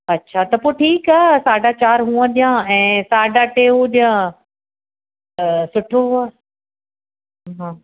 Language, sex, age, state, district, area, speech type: Sindhi, female, 45-60, Uttar Pradesh, Lucknow, rural, conversation